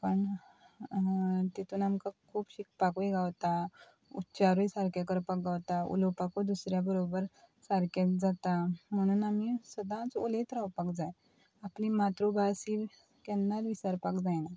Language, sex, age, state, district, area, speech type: Goan Konkani, female, 18-30, Goa, Ponda, rural, spontaneous